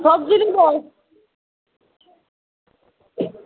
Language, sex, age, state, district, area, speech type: Bengali, female, 18-30, West Bengal, Murshidabad, rural, conversation